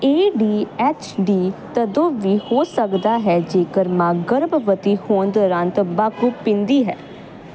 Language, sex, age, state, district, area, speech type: Punjabi, female, 18-30, Punjab, Jalandhar, urban, read